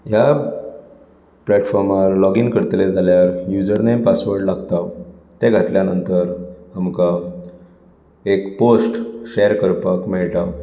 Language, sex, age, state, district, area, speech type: Goan Konkani, male, 30-45, Goa, Bardez, urban, spontaneous